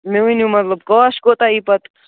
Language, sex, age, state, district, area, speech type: Kashmiri, male, 18-30, Jammu and Kashmir, Baramulla, rural, conversation